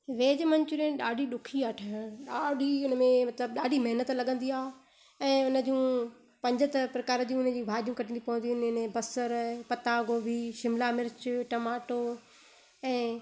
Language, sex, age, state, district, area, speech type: Sindhi, female, 30-45, Gujarat, Surat, urban, spontaneous